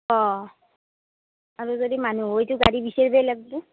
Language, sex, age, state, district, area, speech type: Assamese, female, 30-45, Assam, Darrang, rural, conversation